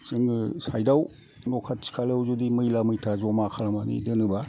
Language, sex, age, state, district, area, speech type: Bodo, male, 45-60, Assam, Kokrajhar, rural, spontaneous